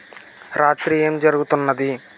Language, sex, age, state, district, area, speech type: Telugu, male, 18-30, Andhra Pradesh, Kakinada, rural, read